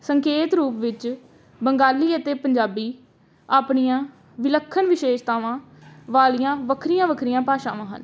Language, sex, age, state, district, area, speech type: Punjabi, female, 18-30, Punjab, Amritsar, urban, spontaneous